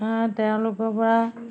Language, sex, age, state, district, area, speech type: Assamese, female, 45-60, Assam, Majuli, urban, spontaneous